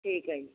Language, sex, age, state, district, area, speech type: Punjabi, female, 45-60, Punjab, Firozpur, rural, conversation